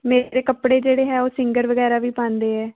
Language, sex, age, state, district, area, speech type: Punjabi, female, 18-30, Punjab, Shaheed Bhagat Singh Nagar, rural, conversation